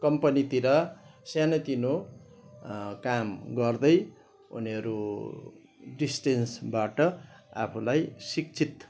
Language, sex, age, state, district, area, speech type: Nepali, male, 60+, West Bengal, Kalimpong, rural, spontaneous